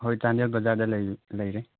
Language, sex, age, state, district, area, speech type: Manipuri, male, 30-45, Manipur, Chandel, rural, conversation